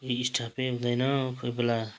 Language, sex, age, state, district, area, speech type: Nepali, male, 45-60, West Bengal, Kalimpong, rural, spontaneous